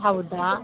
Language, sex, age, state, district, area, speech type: Kannada, female, 18-30, Karnataka, Dakshina Kannada, rural, conversation